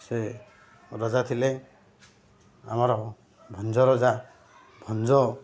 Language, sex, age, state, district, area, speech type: Odia, male, 45-60, Odisha, Ganjam, urban, spontaneous